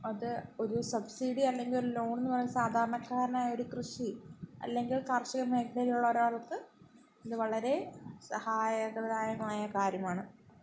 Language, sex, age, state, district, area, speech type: Malayalam, female, 18-30, Kerala, Wayanad, rural, spontaneous